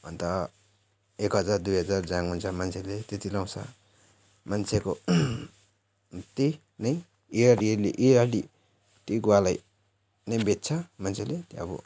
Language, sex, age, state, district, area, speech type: Nepali, male, 18-30, West Bengal, Jalpaiguri, urban, spontaneous